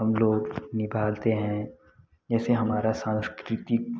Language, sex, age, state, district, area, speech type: Hindi, male, 18-30, Uttar Pradesh, Prayagraj, rural, spontaneous